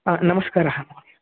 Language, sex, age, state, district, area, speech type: Sanskrit, male, 18-30, Andhra Pradesh, Chittoor, rural, conversation